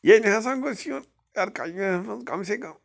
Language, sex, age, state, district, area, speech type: Kashmiri, male, 30-45, Jammu and Kashmir, Bandipora, rural, spontaneous